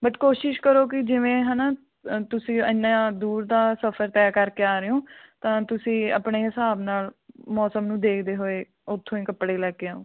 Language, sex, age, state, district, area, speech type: Punjabi, female, 18-30, Punjab, Fatehgarh Sahib, rural, conversation